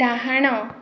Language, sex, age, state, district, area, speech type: Odia, female, 45-60, Odisha, Dhenkanal, rural, read